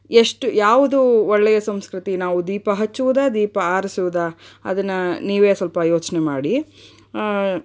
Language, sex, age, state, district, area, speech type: Kannada, female, 30-45, Karnataka, Davanagere, urban, spontaneous